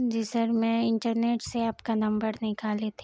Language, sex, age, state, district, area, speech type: Urdu, female, 18-30, Bihar, Madhubani, rural, spontaneous